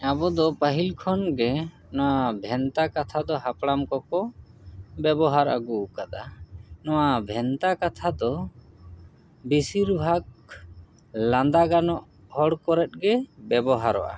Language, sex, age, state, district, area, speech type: Santali, male, 30-45, West Bengal, Paschim Bardhaman, rural, spontaneous